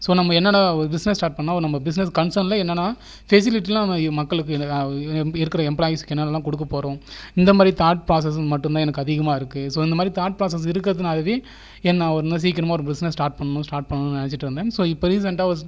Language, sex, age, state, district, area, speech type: Tamil, male, 30-45, Tamil Nadu, Viluppuram, rural, spontaneous